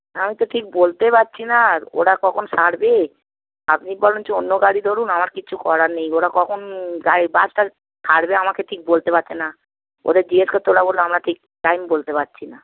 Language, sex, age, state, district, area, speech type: Bengali, female, 45-60, West Bengal, Hooghly, rural, conversation